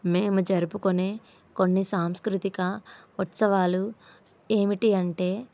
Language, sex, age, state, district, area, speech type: Telugu, female, 60+, Andhra Pradesh, East Godavari, rural, spontaneous